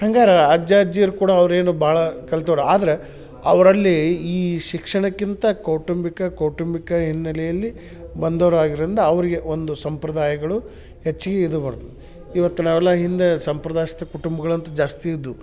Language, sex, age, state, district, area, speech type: Kannada, male, 45-60, Karnataka, Dharwad, rural, spontaneous